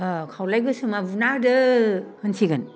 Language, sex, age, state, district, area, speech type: Bodo, female, 60+, Assam, Baksa, rural, spontaneous